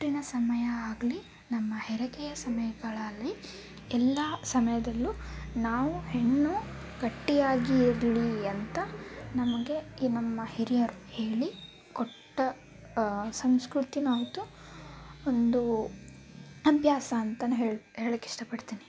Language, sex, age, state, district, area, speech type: Kannada, female, 18-30, Karnataka, Tumkur, rural, spontaneous